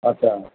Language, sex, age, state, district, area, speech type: Bengali, male, 45-60, West Bengal, Purba Bardhaman, urban, conversation